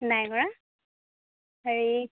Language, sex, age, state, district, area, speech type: Assamese, female, 18-30, Assam, Charaideo, rural, conversation